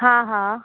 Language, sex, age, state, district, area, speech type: Sindhi, female, 18-30, Rajasthan, Ajmer, urban, conversation